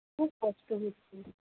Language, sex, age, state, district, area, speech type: Bengali, female, 45-60, West Bengal, Birbhum, urban, conversation